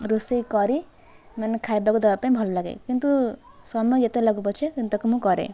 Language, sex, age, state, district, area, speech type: Odia, female, 18-30, Odisha, Kalahandi, rural, spontaneous